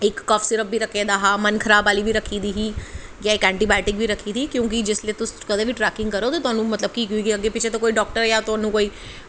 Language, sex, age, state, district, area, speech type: Dogri, female, 30-45, Jammu and Kashmir, Jammu, urban, spontaneous